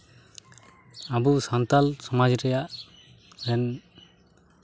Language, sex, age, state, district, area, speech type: Santali, male, 30-45, West Bengal, Malda, rural, spontaneous